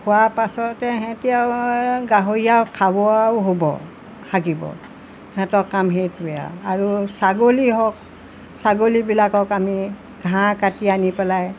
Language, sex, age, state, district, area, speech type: Assamese, female, 60+, Assam, Golaghat, urban, spontaneous